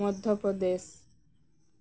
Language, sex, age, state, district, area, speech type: Santali, female, 18-30, West Bengal, Birbhum, rural, spontaneous